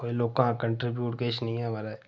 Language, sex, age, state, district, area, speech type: Dogri, male, 30-45, Jammu and Kashmir, Udhampur, rural, spontaneous